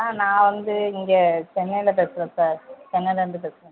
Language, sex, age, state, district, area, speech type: Tamil, female, 30-45, Tamil Nadu, Thoothukudi, urban, conversation